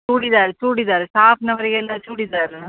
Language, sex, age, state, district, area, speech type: Kannada, female, 60+, Karnataka, Udupi, rural, conversation